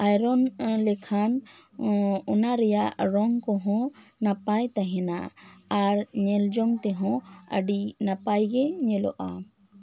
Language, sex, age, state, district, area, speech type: Santali, female, 18-30, West Bengal, Bankura, rural, spontaneous